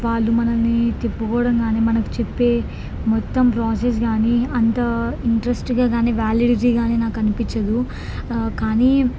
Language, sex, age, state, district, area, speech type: Telugu, female, 18-30, Andhra Pradesh, Krishna, urban, spontaneous